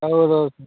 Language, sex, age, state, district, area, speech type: Kannada, male, 30-45, Karnataka, Raichur, rural, conversation